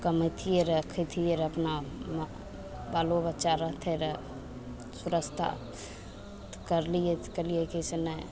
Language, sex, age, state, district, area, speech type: Maithili, female, 45-60, Bihar, Begusarai, rural, spontaneous